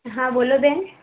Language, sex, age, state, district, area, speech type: Gujarati, female, 18-30, Gujarat, Mehsana, rural, conversation